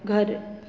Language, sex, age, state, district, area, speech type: Sindhi, female, 45-60, Gujarat, Junagadh, rural, read